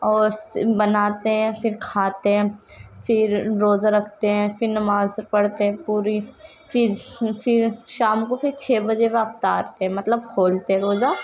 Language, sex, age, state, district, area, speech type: Urdu, female, 18-30, Uttar Pradesh, Ghaziabad, rural, spontaneous